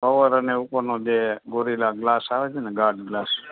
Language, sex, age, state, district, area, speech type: Gujarati, male, 60+, Gujarat, Morbi, rural, conversation